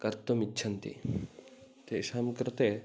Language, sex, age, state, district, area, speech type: Sanskrit, male, 18-30, Kerala, Kasaragod, rural, spontaneous